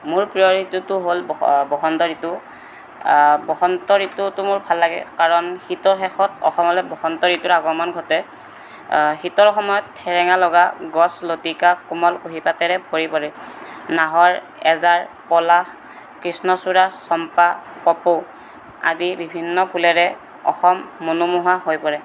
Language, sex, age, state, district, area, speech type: Assamese, male, 18-30, Assam, Kamrup Metropolitan, urban, spontaneous